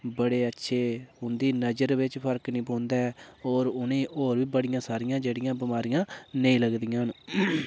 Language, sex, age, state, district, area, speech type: Dogri, male, 18-30, Jammu and Kashmir, Udhampur, rural, spontaneous